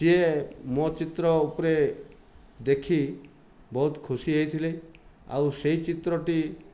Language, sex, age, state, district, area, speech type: Odia, male, 60+, Odisha, Kandhamal, rural, spontaneous